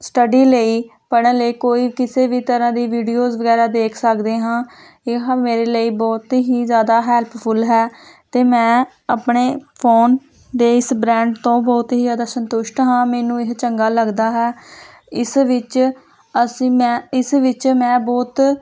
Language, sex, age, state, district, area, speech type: Punjabi, female, 18-30, Punjab, Hoshiarpur, rural, spontaneous